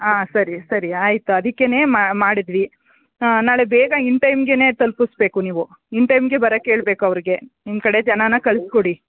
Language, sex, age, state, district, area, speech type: Kannada, female, 30-45, Karnataka, Mandya, urban, conversation